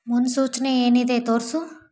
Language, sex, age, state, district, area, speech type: Kannada, female, 18-30, Karnataka, Davanagere, rural, read